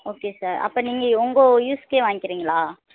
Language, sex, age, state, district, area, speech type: Tamil, female, 18-30, Tamil Nadu, Madurai, urban, conversation